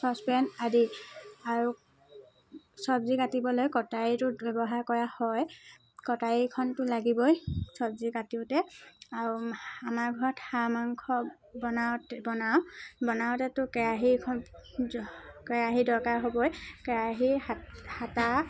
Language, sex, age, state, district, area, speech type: Assamese, female, 18-30, Assam, Tinsukia, rural, spontaneous